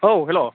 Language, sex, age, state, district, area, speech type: Bodo, male, 30-45, Assam, Kokrajhar, rural, conversation